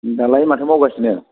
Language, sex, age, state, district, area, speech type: Bodo, male, 18-30, Assam, Kokrajhar, rural, conversation